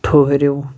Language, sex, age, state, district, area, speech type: Kashmiri, male, 30-45, Jammu and Kashmir, Shopian, rural, read